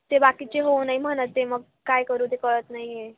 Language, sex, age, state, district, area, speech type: Marathi, female, 18-30, Maharashtra, Nashik, urban, conversation